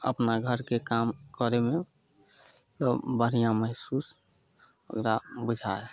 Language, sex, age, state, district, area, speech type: Maithili, male, 18-30, Bihar, Samastipur, rural, spontaneous